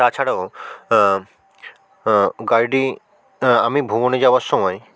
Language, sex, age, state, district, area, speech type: Bengali, male, 45-60, West Bengal, South 24 Parganas, rural, spontaneous